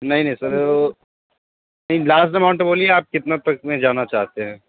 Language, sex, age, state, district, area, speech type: Hindi, male, 30-45, Bihar, Darbhanga, rural, conversation